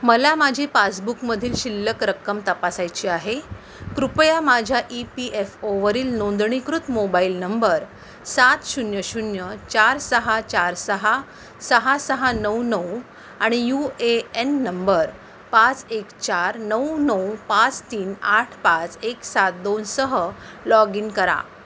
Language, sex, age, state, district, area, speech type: Marathi, female, 30-45, Maharashtra, Mumbai Suburban, urban, read